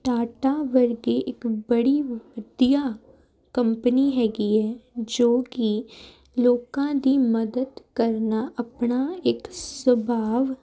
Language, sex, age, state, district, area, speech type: Punjabi, female, 18-30, Punjab, Jalandhar, urban, spontaneous